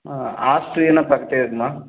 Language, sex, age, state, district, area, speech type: Tamil, male, 18-30, Tamil Nadu, Namakkal, rural, conversation